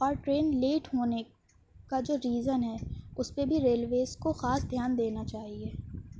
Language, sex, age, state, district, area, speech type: Urdu, female, 18-30, Uttar Pradesh, Shahjahanpur, urban, spontaneous